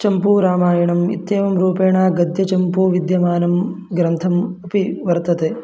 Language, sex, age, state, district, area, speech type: Sanskrit, male, 18-30, Karnataka, Mandya, rural, spontaneous